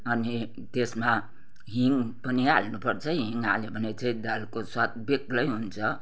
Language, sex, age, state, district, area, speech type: Nepali, female, 60+, West Bengal, Kalimpong, rural, spontaneous